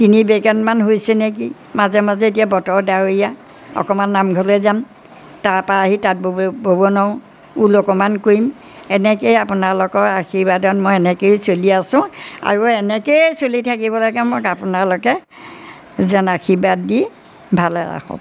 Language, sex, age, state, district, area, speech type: Assamese, female, 60+, Assam, Majuli, rural, spontaneous